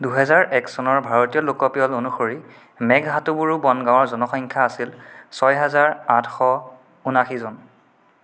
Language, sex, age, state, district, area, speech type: Assamese, male, 18-30, Assam, Sonitpur, rural, read